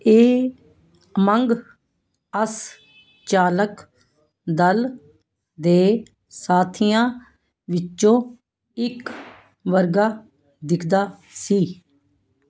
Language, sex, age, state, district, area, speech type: Punjabi, female, 60+, Punjab, Fazilka, rural, read